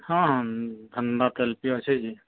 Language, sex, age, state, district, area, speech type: Odia, male, 45-60, Odisha, Nuapada, urban, conversation